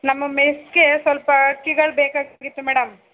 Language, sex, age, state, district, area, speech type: Kannada, female, 30-45, Karnataka, Chamarajanagar, rural, conversation